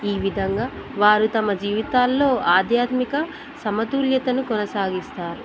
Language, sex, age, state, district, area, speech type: Telugu, female, 30-45, Telangana, Hanamkonda, urban, spontaneous